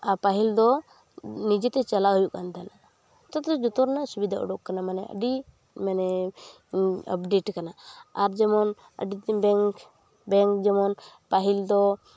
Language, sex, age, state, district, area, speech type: Santali, female, 18-30, West Bengal, Purulia, rural, spontaneous